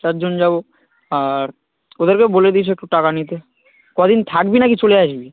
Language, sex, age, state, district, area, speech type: Bengali, male, 18-30, West Bengal, South 24 Parganas, rural, conversation